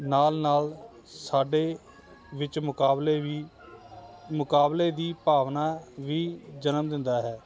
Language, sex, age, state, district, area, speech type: Punjabi, male, 30-45, Punjab, Hoshiarpur, urban, spontaneous